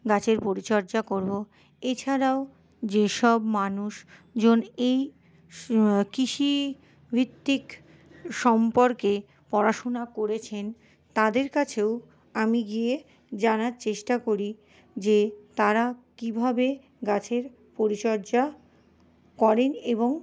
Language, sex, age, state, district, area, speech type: Bengali, female, 60+, West Bengal, Paschim Bardhaman, urban, spontaneous